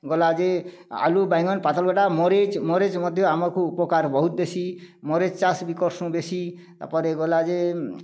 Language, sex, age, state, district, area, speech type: Odia, male, 45-60, Odisha, Kalahandi, rural, spontaneous